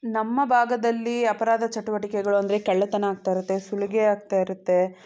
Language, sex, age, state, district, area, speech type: Kannada, female, 18-30, Karnataka, Chikkaballapur, rural, spontaneous